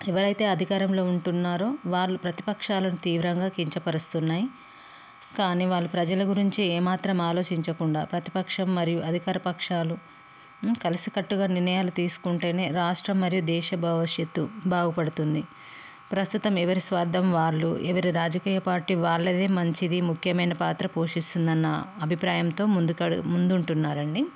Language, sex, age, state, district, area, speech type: Telugu, female, 30-45, Telangana, Peddapalli, urban, spontaneous